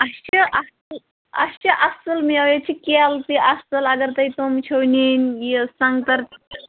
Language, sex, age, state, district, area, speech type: Kashmiri, female, 30-45, Jammu and Kashmir, Kulgam, rural, conversation